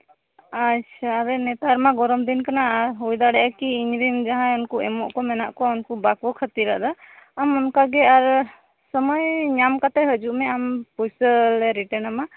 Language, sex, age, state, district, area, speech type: Santali, female, 30-45, Jharkhand, East Singhbhum, rural, conversation